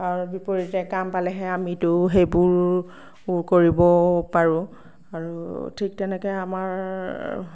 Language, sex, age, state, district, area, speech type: Assamese, female, 18-30, Assam, Darrang, rural, spontaneous